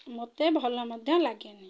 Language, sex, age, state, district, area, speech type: Odia, female, 30-45, Odisha, Kendrapara, urban, spontaneous